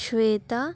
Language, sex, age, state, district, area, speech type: Telugu, female, 18-30, Telangana, Peddapalli, rural, spontaneous